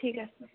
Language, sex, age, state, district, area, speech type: Assamese, female, 18-30, Assam, Morigaon, rural, conversation